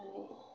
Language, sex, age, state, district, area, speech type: Bodo, female, 45-60, Assam, Kokrajhar, rural, spontaneous